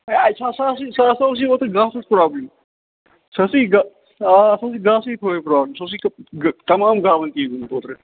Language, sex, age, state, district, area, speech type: Kashmiri, male, 45-60, Jammu and Kashmir, Srinagar, rural, conversation